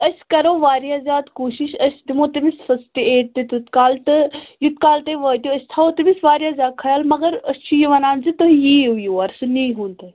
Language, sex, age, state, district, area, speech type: Kashmiri, female, 18-30, Jammu and Kashmir, Pulwama, rural, conversation